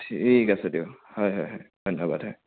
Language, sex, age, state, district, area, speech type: Assamese, male, 30-45, Assam, Sonitpur, rural, conversation